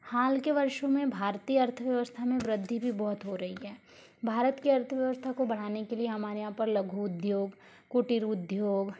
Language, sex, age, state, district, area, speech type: Hindi, female, 60+, Madhya Pradesh, Balaghat, rural, spontaneous